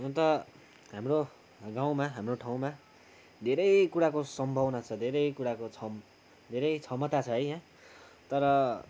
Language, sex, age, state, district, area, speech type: Nepali, male, 18-30, West Bengal, Kalimpong, rural, spontaneous